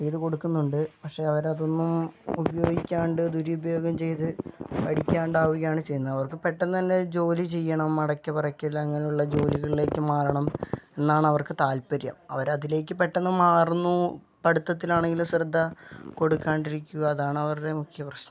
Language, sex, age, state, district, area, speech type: Malayalam, male, 18-30, Kerala, Wayanad, rural, spontaneous